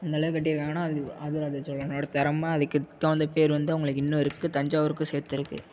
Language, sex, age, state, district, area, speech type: Tamil, male, 30-45, Tamil Nadu, Tiruvarur, rural, spontaneous